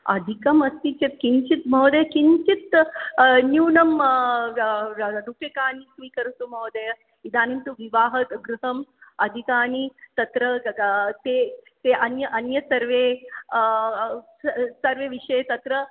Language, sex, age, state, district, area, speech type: Sanskrit, female, 45-60, Maharashtra, Mumbai City, urban, conversation